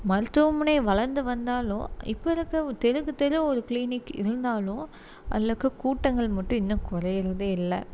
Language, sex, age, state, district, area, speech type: Tamil, female, 30-45, Tamil Nadu, Tiruppur, urban, spontaneous